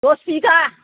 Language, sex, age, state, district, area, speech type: Bodo, female, 60+, Assam, Kokrajhar, urban, conversation